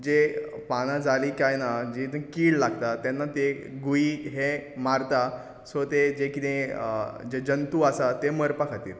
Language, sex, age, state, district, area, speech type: Goan Konkani, male, 18-30, Goa, Tiswadi, rural, spontaneous